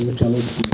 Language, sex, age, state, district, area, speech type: Kashmiri, male, 45-60, Jammu and Kashmir, Budgam, urban, spontaneous